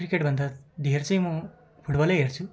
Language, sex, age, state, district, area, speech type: Nepali, male, 18-30, West Bengal, Darjeeling, rural, spontaneous